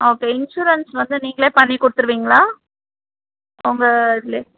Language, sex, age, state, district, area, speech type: Tamil, female, 30-45, Tamil Nadu, Tiruvallur, urban, conversation